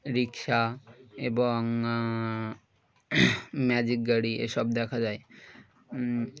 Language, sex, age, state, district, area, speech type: Bengali, male, 18-30, West Bengal, Birbhum, urban, spontaneous